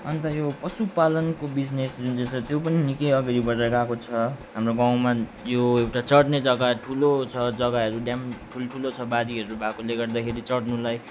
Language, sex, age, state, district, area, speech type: Nepali, male, 45-60, West Bengal, Alipurduar, urban, spontaneous